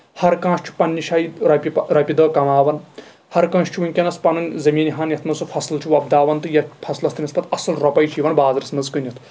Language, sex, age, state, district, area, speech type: Kashmiri, male, 18-30, Jammu and Kashmir, Kulgam, rural, spontaneous